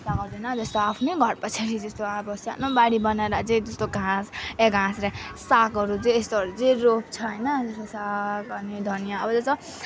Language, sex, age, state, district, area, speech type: Nepali, female, 18-30, West Bengal, Alipurduar, rural, spontaneous